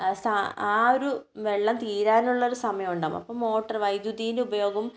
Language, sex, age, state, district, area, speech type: Malayalam, female, 18-30, Kerala, Kannur, rural, spontaneous